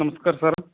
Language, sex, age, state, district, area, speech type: Punjabi, male, 30-45, Punjab, Fazilka, rural, conversation